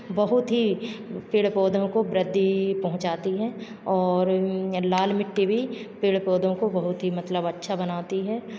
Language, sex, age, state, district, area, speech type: Hindi, female, 45-60, Madhya Pradesh, Hoshangabad, urban, spontaneous